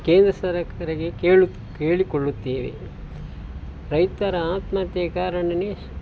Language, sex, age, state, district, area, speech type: Kannada, male, 45-60, Karnataka, Dakshina Kannada, rural, spontaneous